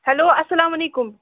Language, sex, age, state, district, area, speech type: Kashmiri, female, 30-45, Jammu and Kashmir, Srinagar, urban, conversation